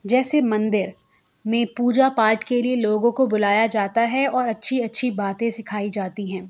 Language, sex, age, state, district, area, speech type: Urdu, female, 30-45, Delhi, South Delhi, urban, spontaneous